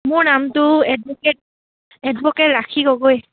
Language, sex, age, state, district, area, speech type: Assamese, female, 18-30, Assam, Dibrugarh, rural, conversation